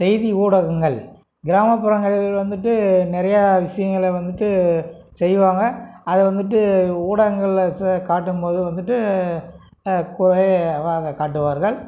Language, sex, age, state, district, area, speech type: Tamil, male, 60+, Tamil Nadu, Krishnagiri, rural, spontaneous